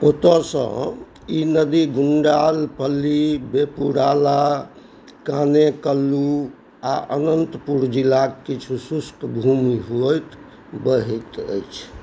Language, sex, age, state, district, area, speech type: Maithili, male, 60+, Bihar, Purnia, urban, read